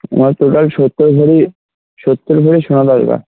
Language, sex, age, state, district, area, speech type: Bengali, male, 18-30, West Bengal, Birbhum, urban, conversation